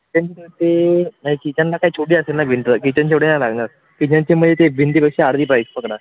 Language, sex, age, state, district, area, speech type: Marathi, male, 18-30, Maharashtra, Thane, urban, conversation